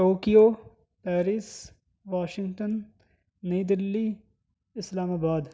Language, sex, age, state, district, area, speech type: Urdu, male, 30-45, Delhi, Central Delhi, urban, spontaneous